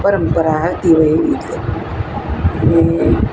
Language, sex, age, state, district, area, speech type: Gujarati, male, 60+, Gujarat, Rajkot, urban, spontaneous